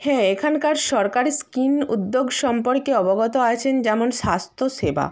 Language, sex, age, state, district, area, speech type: Bengali, female, 30-45, West Bengal, Purba Medinipur, rural, spontaneous